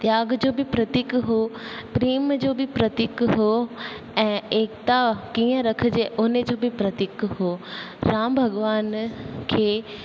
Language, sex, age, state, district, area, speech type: Sindhi, female, 18-30, Rajasthan, Ajmer, urban, spontaneous